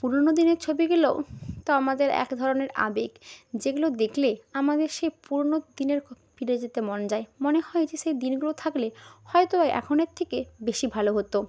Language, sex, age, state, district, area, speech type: Bengali, female, 18-30, West Bengal, Hooghly, urban, spontaneous